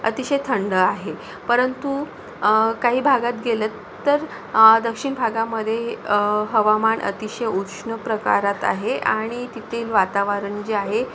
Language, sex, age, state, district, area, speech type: Marathi, female, 18-30, Maharashtra, Akola, urban, spontaneous